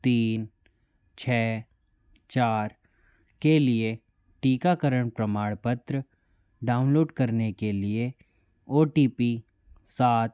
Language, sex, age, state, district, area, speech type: Hindi, male, 45-60, Madhya Pradesh, Bhopal, urban, read